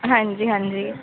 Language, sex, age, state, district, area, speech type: Punjabi, female, 18-30, Punjab, Ludhiana, urban, conversation